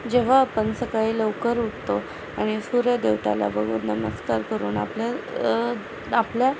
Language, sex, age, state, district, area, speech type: Marathi, female, 18-30, Maharashtra, Satara, rural, spontaneous